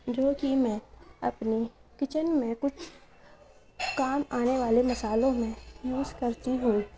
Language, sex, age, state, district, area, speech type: Urdu, female, 18-30, Uttar Pradesh, Ghaziabad, rural, spontaneous